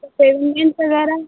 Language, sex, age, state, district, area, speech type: Hindi, female, 30-45, Uttar Pradesh, Sitapur, rural, conversation